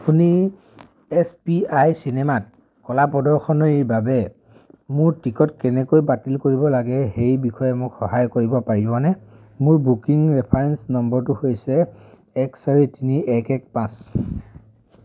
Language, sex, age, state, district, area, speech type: Assamese, male, 18-30, Assam, Dhemaji, rural, read